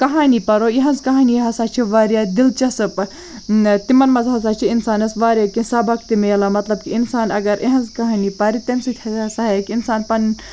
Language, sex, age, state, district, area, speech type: Kashmiri, female, 18-30, Jammu and Kashmir, Baramulla, rural, spontaneous